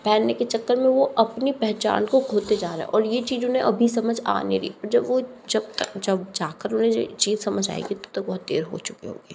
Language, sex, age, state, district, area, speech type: Hindi, female, 45-60, Rajasthan, Jodhpur, urban, spontaneous